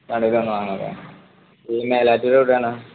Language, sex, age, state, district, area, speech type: Malayalam, male, 18-30, Kerala, Malappuram, rural, conversation